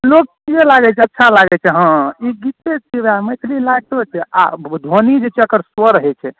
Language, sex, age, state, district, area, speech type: Maithili, male, 18-30, Bihar, Saharsa, rural, conversation